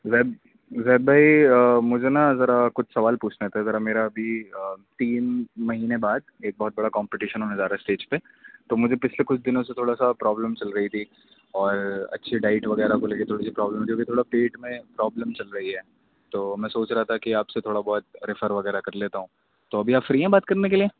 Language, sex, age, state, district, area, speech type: Urdu, male, 18-30, Uttar Pradesh, Rampur, urban, conversation